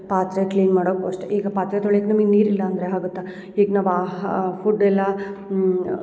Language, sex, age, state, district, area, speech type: Kannada, female, 30-45, Karnataka, Hassan, urban, spontaneous